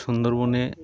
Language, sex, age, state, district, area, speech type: Bengali, male, 30-45, West Bengal, Birbhum, urban, spontaneous